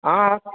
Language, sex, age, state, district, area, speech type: Dogri, male, 18-30, Jammu and Kashmir, Jammu, urban, conversation